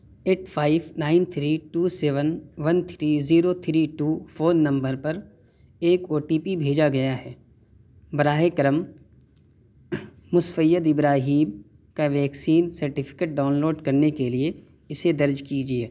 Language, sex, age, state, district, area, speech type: Urdu, male, 18-30, Delhi, South Delhi, urban, read